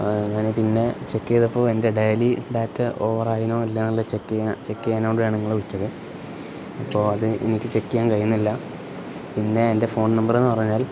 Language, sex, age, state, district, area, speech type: Malayalam, male, 18-30, Kerala, Kozhikode, rural, spontaneous